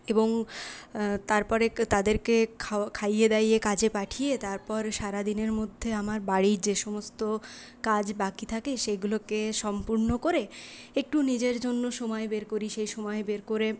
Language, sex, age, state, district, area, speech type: Bengali, female, 18-30, West Bengal, Purulia, urban, spontaneous